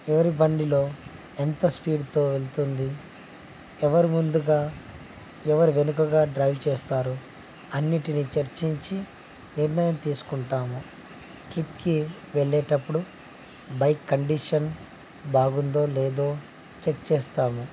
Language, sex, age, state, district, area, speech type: Telugu, male, 18-30, Andhra Pradesh, Nandyal, urban, spontaneous